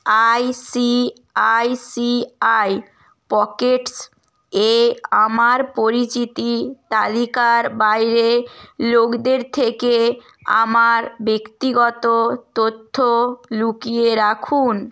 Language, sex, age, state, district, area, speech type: Bengali, female, 18-30, West Bengal, North 24 Parganas, rural, read